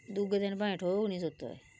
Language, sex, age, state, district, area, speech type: Dogri, female, 30-45, Jammu and Kashmir, Reasi, rural, spontaneous